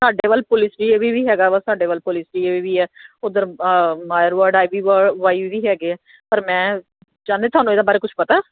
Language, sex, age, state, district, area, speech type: Punjabi, female, 45-60, Punjab, Jalandhar, urban, conversation